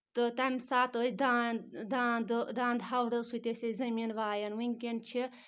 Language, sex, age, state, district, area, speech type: Kashmiri, female, 18-30, Jammu and Kashmir, Anantnag, rural, spontaneous